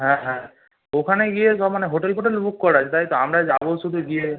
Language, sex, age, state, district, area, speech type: Bengali, male, 18-30, West Bengal, Howrah, urban, conversation